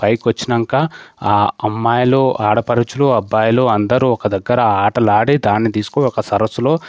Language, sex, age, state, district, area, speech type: Telugu, male, 18-30, Telangana, Sangareddy, rural, spontaneous